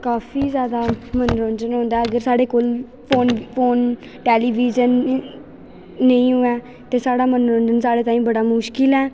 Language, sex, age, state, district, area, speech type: Dogri, female, 18-30, Jammu and Kashmir, Kathua, rural, spontaneous